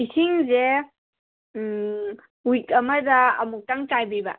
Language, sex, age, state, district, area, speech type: Manipuri, female, 18-30, Manipur, Kangpokpi, urban, conversation